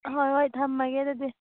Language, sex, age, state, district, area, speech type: Manipuri, female, 30-45, Manipur, Tengnoupal, rural, conversation